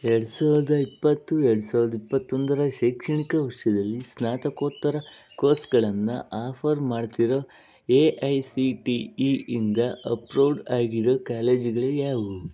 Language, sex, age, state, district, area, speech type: Kannada, male, 60+, Karnataka, Bangalore Rural, urban, read